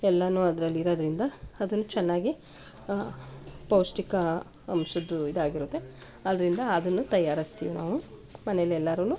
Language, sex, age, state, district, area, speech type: Kannada, female, 45-60, Karnataka, Mandya, rural, spontaneous